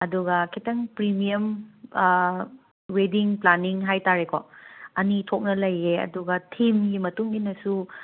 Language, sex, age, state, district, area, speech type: Manipuri, female, 45-60, Manipur, Imphal West, urban, conversation